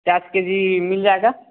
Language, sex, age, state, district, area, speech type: Hindi, male, 18-30, Bihar, Samastipur, rural, conversation